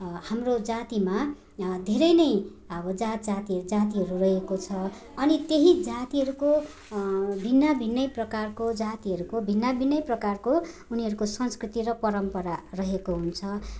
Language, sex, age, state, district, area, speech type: Nepali, female, 45-60, West Bengal, Darjeeling, rural, spontaneous